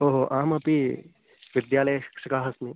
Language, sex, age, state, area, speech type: Sanskrit, male, 18-30, Uttarakhand, urban, conversation